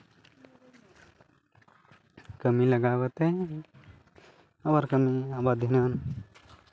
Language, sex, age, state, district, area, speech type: Santali, male, 18-30, West Bengal, Purba Bardhaman, rural, spontaneous